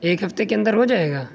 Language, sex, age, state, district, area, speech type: Urdu, male, 18-30, Uttar Pradesh, Saharanpur, urban, spontaneous